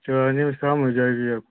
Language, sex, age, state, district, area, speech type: Hindi, male, 30-45, Uttar Pradesh, Ghazipur, rural, conversation